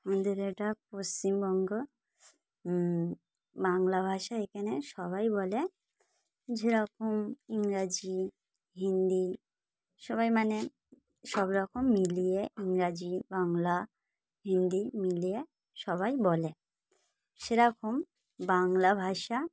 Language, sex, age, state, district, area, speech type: Bengali, female, 30-45, West Bengal, Dakshin Dinajpur, urban, spontaneous